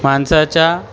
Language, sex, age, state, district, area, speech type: Marathi, male, 45-60, Maharashtra, Nashik, urban, spontaneous